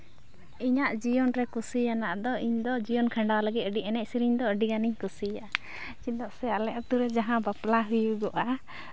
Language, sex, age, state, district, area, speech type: Santali, female, 18-30, West Bengal, Uttar Dinajpur, rural, spontaneous